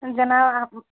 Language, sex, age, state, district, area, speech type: Urdu, female, 18-30, Uttar Pradesh, Balrampur, rural, conversation